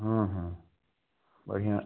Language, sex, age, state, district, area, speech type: Hindi, male, 60+, Uttar Pradesh, Chandauli, rural, conversation